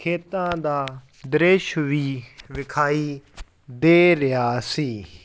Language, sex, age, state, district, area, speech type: Punjabi, male, 18-30, Punjab, Fazilka, rural, spontaneous